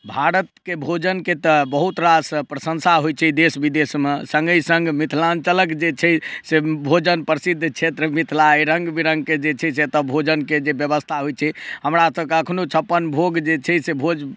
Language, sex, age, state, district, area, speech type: Maithili, male, 18-30, Bihar, Madhubani, rural, spontaneous